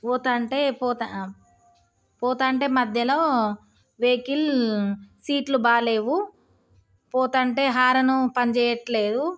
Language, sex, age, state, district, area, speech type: Telugu, female, 30-45, Telangana, Jagtial, rural, spontaneous